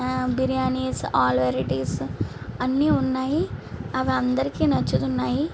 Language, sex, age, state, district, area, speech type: Telugu, female, 18-30, Andhra Pradesh, Guntur, urban, spontaneous